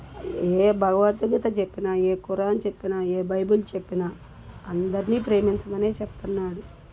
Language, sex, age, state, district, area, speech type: Telugu, female, 60+, Andhra Pradesh, Bapatla, urban, spontaneous